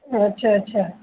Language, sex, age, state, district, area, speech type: Dogri, female, 30-45, Jammu and Kashmir, Udhampur, urban, conversation